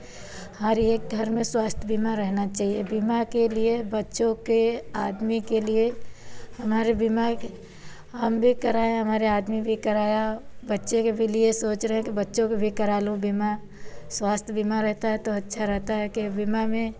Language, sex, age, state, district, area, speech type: Hindi, female, 45-60, Uttar Pradesh, Varanasi, rural, spontaneous